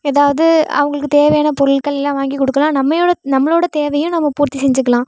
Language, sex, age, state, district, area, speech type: Tamil, female, 18-30, Tamil Nadu, Thanjavur, rural, spontaneous